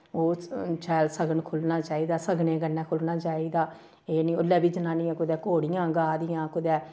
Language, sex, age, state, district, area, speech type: Dogri, female, 45-60, Jammu and Kashmir, Samba, rural, spontaneous